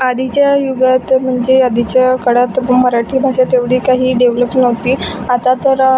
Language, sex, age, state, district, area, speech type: Marathi, female, 18-30, Maharashtra, Wardha, rural, spontaneous